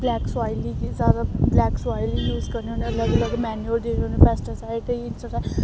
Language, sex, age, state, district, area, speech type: Dogri, female, 18-30, Jammu and Kashmir, Samba, rural, spontaneous